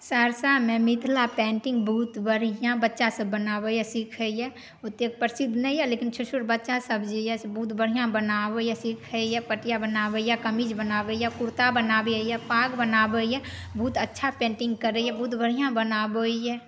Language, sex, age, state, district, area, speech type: Maithili, female, 18-30, Bihar, Saharsa, urban, spontaneous